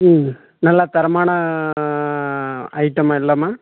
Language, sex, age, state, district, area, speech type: Tamil, male, 60+, Tamil Nadu, Dharmapuri, rural, conversation